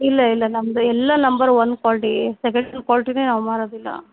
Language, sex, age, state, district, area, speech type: Kannada, female, 30-45, Karnataka, Bellary, rural, conversation